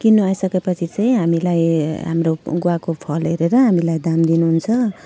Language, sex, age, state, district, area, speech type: Nepali, female, 45-60, West Bengal, Jalpaiguri, urban, spontaneous